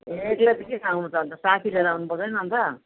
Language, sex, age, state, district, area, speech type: Nepali, female, 60+, West Bengal, Kalimpong, rural, conversation